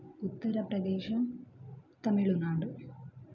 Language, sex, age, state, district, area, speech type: Kannada, female, 18-30, Karnataka, Shimoga, rural, spontaneous